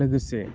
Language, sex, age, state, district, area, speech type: Bodo, male, 30-45, Assam, Baksa, urban, spontaneous